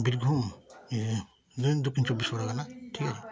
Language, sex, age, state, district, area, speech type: Bengali, male, 60+, West Bengal, Darjeeling, rural, spontaneous